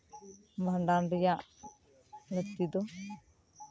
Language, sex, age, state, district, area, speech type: Santali, female, 30-45, West Bengal, Birbhum, rural, spontaneous